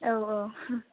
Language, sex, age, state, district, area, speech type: Bodo, female, 18-30, Assam, Baksa, rural, conversation